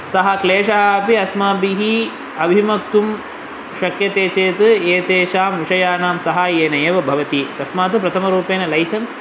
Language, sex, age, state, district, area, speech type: Sanskrit, male, 18-30, Tamil Nadu, Chennai, urban, spontaneous